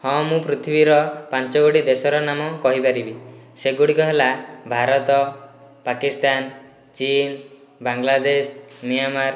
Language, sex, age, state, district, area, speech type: Odia, male, 18-30, Odisha, Dhenkanal, rural, spontaneous